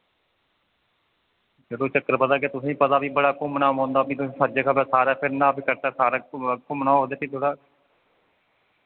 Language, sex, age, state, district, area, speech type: Dogri, male, 30-45, Jammu and Kashmir, Reasi, rural, conversation